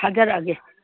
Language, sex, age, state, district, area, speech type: Manipuri, female, 60+, Manipur, Imphal East, rural, conversation